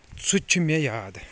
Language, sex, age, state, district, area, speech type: Kashmiri, male, 30-45, Jammu and Kashmir, Kulgam, urban, spontaneous